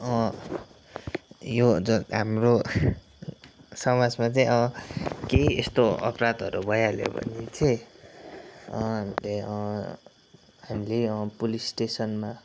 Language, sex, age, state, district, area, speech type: Nepali, male, 30-45, West Bengal, Kalimpong, rural, spontaneous